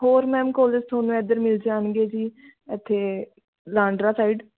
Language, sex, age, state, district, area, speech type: Punjabi, female, 18-30, Punjab, Mohali, rural, conversation